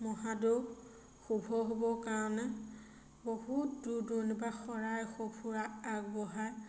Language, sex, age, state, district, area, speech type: Assamese, female, 30-45, Assam, Majuli, urban, spontaneous